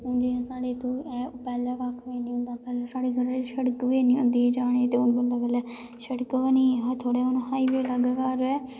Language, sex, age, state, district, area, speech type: Dogri, female, 18-30, Jammu and Kashmir, Kathua, rural, spontaneous